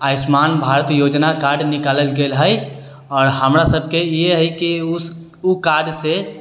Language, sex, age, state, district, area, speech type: Maithili, male, 18-30, Bihar, Sitamarhi, urban, spontaneous